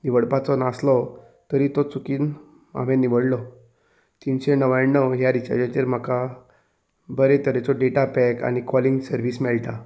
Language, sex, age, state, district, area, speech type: Goan Konkani, male, 30-45, Goa, Salcete, urban, spontaneous